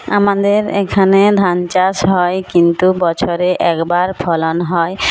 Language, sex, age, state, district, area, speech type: Bengali, female, 45-60, West Bengal, Jhargram, rural, spontaneous